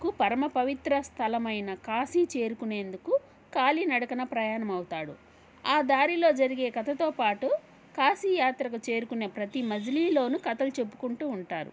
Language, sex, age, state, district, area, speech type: Telugu, female, 30-45, Andhra Pradesh, Kadapa, rural, spontaneous